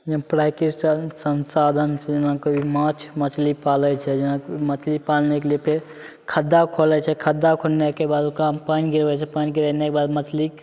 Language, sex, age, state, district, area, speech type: Maithili, male, 18-30, Bihar, Begusarai, urban, spontaneous